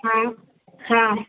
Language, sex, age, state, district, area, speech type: Hindi, female, 60+, Uttar Pradesh, Azamgarh, rural, conversation